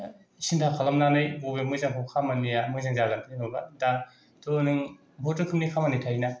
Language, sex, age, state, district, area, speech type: Bodo, male, 30-45, Assam, Kokrajhar, rural, spontaneous